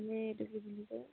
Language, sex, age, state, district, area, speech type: Assamese, female, 18-30, Assam, Dibrugarh, rural, conversation